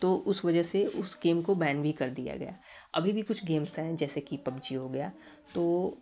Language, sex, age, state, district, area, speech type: Hindi, male, 18-30, Uttar Pradesh, Prayagraj, rural, spontaneous